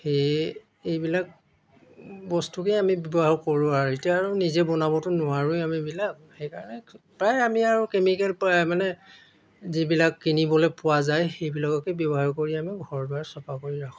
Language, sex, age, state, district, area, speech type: Assamese, male, 60+, Assam, Golaghat, urban, spontaneous